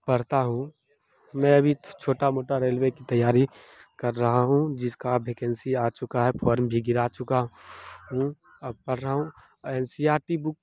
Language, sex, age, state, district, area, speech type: Hindi, male, 18-30, Bihar, Begusarai, rural, spontaneous